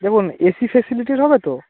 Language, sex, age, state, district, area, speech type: Bengali, male, 45-60, West Bengal, Hooghly, urban, conversation